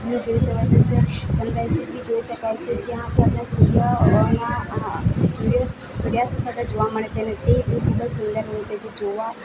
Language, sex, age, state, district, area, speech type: Gujarati, female, 18-30, Gujarat, Valsad, rural, spontaneous